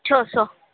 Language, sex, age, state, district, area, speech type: Odia, female, 45-60, Odisha, Sundergarh, rural, conversation